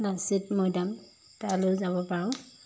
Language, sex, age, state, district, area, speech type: Assamese, female, 45-60, Assam, Jorhat, urban, spontaneous